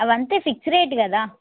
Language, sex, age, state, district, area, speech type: Telugu, female, 30-45, Telangana, Hanamkonda, rural, conversation